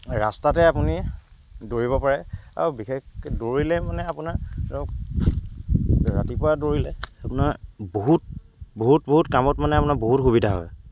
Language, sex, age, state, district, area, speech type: Assamese, male, 18-30, Assam, Lakhimpur, rural, spontaneous